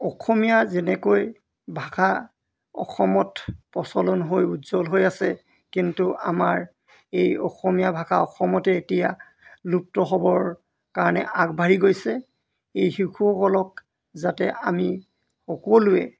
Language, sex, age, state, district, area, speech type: Assamese, male, 60+, Assam, Golaghat, rural, spontaneous